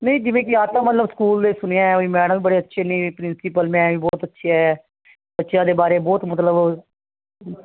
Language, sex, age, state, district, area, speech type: Punjabi, female, 60+, Punjab, Fazilka, rural, conversation